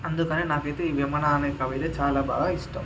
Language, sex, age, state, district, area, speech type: Telugu, male, 30-45, Andhra Pradesh, Srikakulam, urban, spontaneous